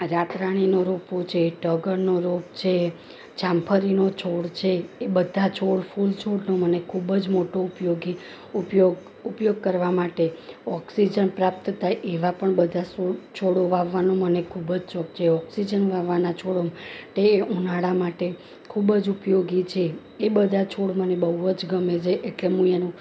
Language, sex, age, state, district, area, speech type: Gujarati, female, 30-45, Gujarat, Rajkot, rural, spontaneous